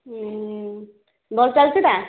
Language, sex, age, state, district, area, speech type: Odia, female, 45-60, Odisha, Angul, rural, conversation